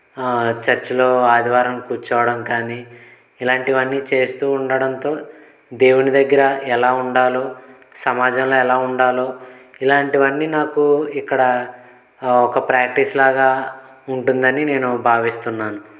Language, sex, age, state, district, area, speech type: Telugu, male, 18-30, Andhra Pradesh, Konaseema, rural, spontaneous